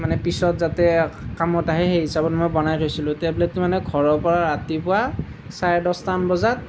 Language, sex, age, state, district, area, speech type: Assamese, male, 18-30, Assam, Nalbari, rural, spontaneous